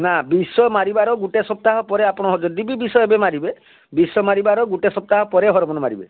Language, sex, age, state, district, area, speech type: Odia, male, 60+, Odisha, Balasore, rural, conversation